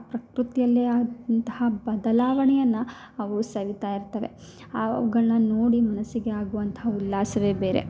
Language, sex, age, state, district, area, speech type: Kannada, female, 30-45, Karnataka, Hassan, rural, spontaneous